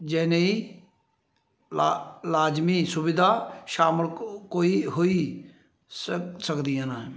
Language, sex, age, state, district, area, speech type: Dogri, male, 45-60, Jammu and Kashmir, Samba, rural, read